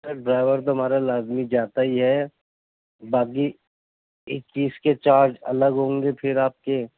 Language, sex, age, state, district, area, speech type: Urdu, male, 60+, Uttar Pradesh, Gautam Buddha Nagar, urban, conversation